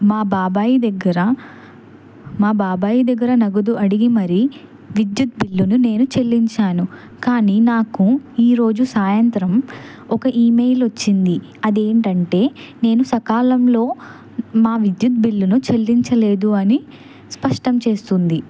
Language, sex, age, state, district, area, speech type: Telugu, female, 18-30, Telangana, Kamareddy, urban, spontaneous